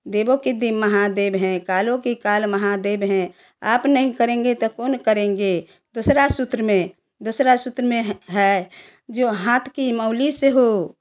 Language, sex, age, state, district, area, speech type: Hindi, female, 60+, Bihar, Samastipur, urban, spontaneous